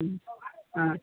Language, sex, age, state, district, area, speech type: Malayalam, female, 45-60, Kerala, Pathanamthitta, rural, conversation